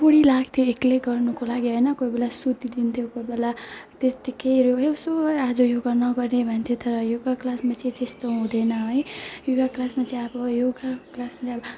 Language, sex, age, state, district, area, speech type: Nepali, female, 30-45, West Bengal, Alipurduar, urban, spontaneous